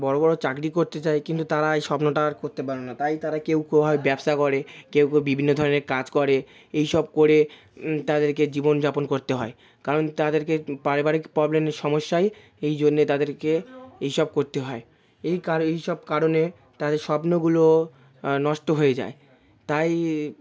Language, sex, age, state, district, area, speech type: Bengali, male, 18-30, West Bengal, South 24 Parganas, rural, spontaneous